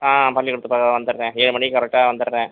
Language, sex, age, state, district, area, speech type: Tamil, male, 60+, Tamil Nadu, Pudukkottai, rural, conversation